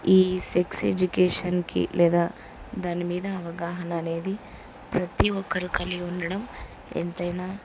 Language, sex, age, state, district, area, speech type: Telugu, female, 18-30, Andhra Pradesh, Kurnool, rural, spontaneous